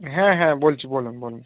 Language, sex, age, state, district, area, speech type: Bengali, male, 18-30, West Bengal, North 24 Parganas, urban, conversation